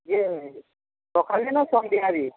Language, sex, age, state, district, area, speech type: Odia, male, 45-60, Odisha, Nuapada, urban, conversation